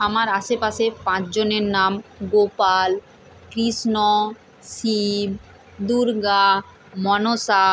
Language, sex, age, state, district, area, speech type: Bengali, female, 30-45, West Bengal, Purba Medinipur, rural, spontaneous